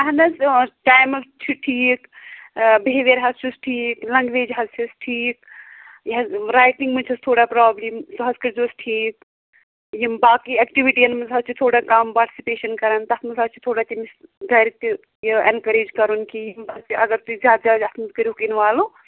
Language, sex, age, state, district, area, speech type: Kashmiri, female, 18-30, Jammu and Kashmir, Pulwama, rural, conversation